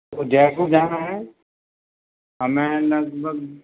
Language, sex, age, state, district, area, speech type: Hindi, male, 45-60, Rajasthan, Jodhpur, urban, conversation